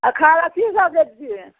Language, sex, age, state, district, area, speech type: Maithili, female, 60+, Bihar, Araria, rural, conversation